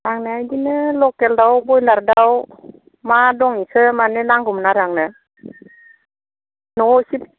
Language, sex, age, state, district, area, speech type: Bodo, female, 45-60, Assam, Baksa, rural, conversation